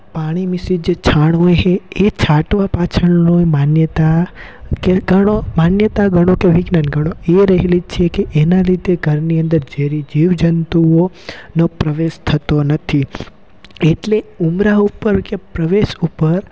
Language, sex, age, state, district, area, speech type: Gujarati, male, 18-30, Gujarat, Rajkot, rural, spontaneous